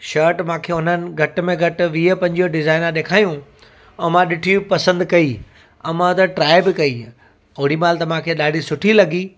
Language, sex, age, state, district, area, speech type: Sindhi, male, 45-60, Gujarat, Surat, urban, spontaneous